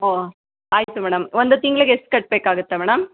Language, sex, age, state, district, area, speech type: Kannada, female, 30-45, Karnataka, Chikkaballapur, rural, conversation